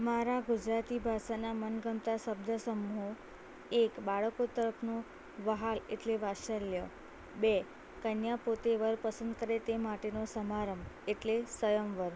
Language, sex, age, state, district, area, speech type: Gujarati, female, 18-30, Gujarat, Anand, rural, spontaneous